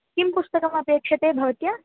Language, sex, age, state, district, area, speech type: Sanskrit, female, 18-30, Tamil Nadu, Kanchipuram, urban, conversation